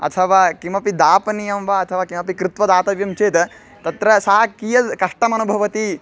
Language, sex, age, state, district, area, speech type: Sanskrit, male, 18-30, Karnataka, Chitradurga, rural, spontaneous